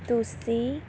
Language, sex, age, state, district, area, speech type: Punjabi, female, 18-30, Punjab, Fazilka, rural, read